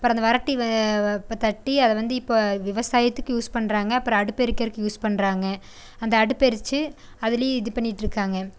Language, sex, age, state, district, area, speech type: Tamil, female, 18-30, Tamil Nadu, Coimbatore, rural, spontaneous